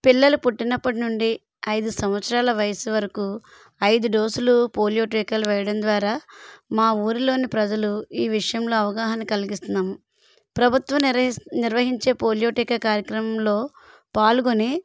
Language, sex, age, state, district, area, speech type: Telugu, female, 45-60, Andhra Pradesh, Eluru, rural, spontaneous